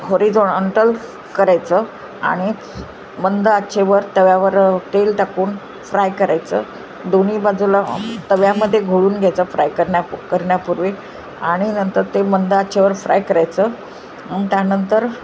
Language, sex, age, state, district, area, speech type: Marathi, female, 45-60, Maharashtra, Mumbai Suburban, urban, spontaneous